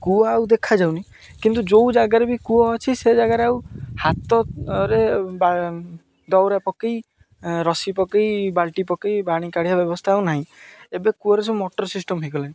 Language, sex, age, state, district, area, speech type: Odia, male, 18-30, Odisha, Jagatsinghpur, rural, spontaneous